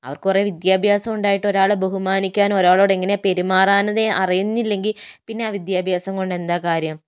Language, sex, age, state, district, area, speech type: Malayalam, female, 30-45, Kerala, Kozhikode, rural, spontaneous